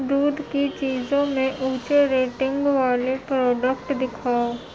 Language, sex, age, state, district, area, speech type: Urdu, female, 18-30, Uttar Pradesh, Gautam Buddha Nagar, urban, read